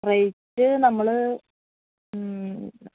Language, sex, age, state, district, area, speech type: Malayalam, female, 30-45, Kerala, Palakkad, urban, conversation